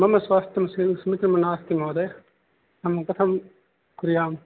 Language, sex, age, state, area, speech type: Sanskrit, male, 18-30, Rajasthan, rural, conversation